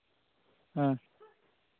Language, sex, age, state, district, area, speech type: Santali, male, 18-30, Jharkhand, Pakur, rural, conversation